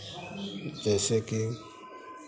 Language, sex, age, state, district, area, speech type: Hindi, male, 30-45, Bihar, Madhepura, rural, spontaneous